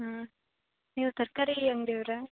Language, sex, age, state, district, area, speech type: Kannada, female, 30-45, Karnataka, Uttara Kannada, rural, conversation